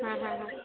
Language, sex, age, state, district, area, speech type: Punjabi, female, 18-30, Punjab, Faridkot, urban, conversation